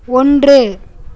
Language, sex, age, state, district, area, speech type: Tamil, female, 18-30, Tamil Nadu, Coimbatore, rural, read